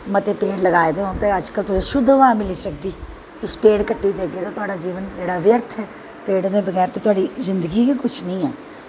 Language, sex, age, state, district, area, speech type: Dogri, female, 45-60, Jammu and Kashmir, Udhampur, urban, spontaneous